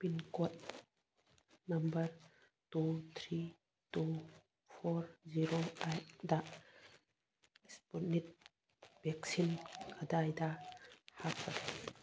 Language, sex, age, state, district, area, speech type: Manipuri, female, 45-60, Manipur, Churachandpur, urban, read